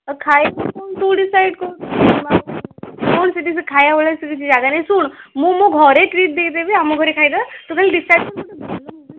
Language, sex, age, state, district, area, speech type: Odia, female, 18-30, Odisha, Cuttack, urban, conversation